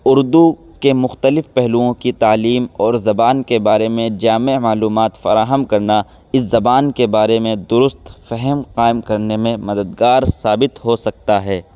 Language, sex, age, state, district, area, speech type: Urdu, male, 18-30, Uttar Pradesh, Saharanpur, urban, spontaneous